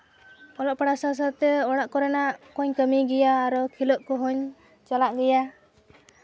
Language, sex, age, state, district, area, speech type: Santali, female, 18-30, West Bengal, Purulia, rural, spontaneous